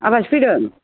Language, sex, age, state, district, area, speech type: Bodo, female, 60+, Assam, Udalguri, rural, conversation